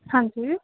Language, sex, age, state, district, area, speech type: Punjabi, female, 18-30, Punjab, Ludhiana, urban, conversation